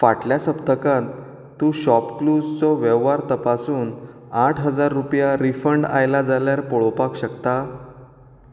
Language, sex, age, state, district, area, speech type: Goan Konkani, male, 30-45, Goa, Canacona, rural, read